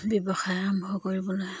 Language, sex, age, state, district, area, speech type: Assamese, female, 30-45, Assam, Dibrugarh, rural, spontaneous